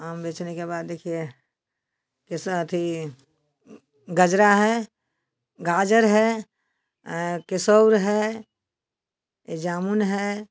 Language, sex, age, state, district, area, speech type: Hindi, female, 60+, Bihar, Samastipur, rural, spontaneous